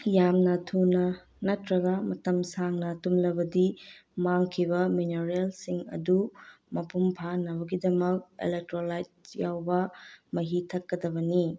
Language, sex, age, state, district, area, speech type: Manipuri, female, 30-45, Manipur, Bishnupur, rural, spontaneous